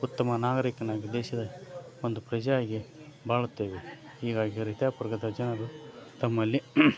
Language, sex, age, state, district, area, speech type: Kannada, male, 30-45, Karnataka, Koppal, rural, spontaneous